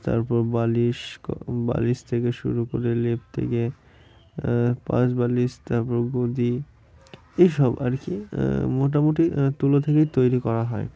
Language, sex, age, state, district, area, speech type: Bengali, male, 18-30, West Bengal, Murshidabad, urban, spontaneous